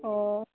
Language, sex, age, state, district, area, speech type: Assamese, female, 18-30, Assam, Sivasagar, rural, conversation